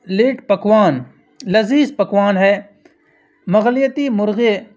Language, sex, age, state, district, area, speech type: Urdu, male, 18-30, Bihar, Purnia, rural, spontaneous